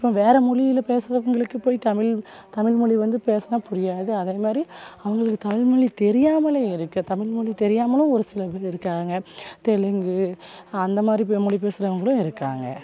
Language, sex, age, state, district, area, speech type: Tamil, female, 18-30, Tamil Nadu, Thoothukudi, rural, spontaneous